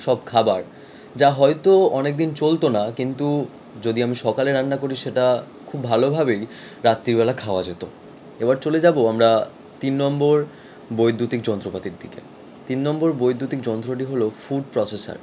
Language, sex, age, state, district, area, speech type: Bengali, male, 18-30, West Bengal, Howrah, urban, spontaneous